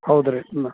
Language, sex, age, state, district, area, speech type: Kannada, male, 30-45, Karnataka, Bidar, urban, conversation